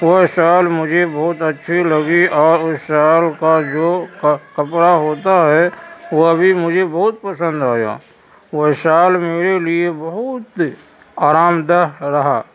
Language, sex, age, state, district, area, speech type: Urdu, male, 30-45, Uttar Pradesh, Gautam Buddha Nagar, rural, spontaneous